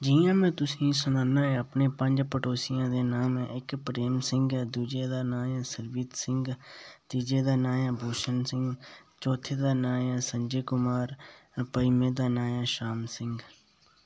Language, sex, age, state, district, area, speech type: Dogri, male, 18-30, Jammu and Kashmir, Udhampur, rural, spontaneous